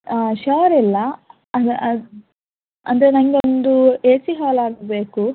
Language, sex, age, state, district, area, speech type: Kannada, female, 18-30, Karnataka, Udupi, rural, conversation